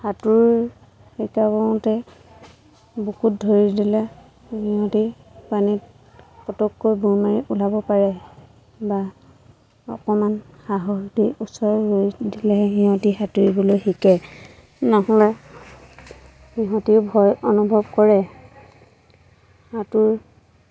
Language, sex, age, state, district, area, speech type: Assamese, female, 30-45, Assam, Lakhimpur, rural, spontaneous